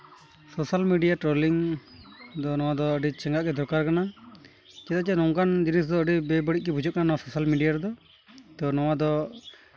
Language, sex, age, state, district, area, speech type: Santali, male, 18-30, West Bengal, Malda, rural, spontaneous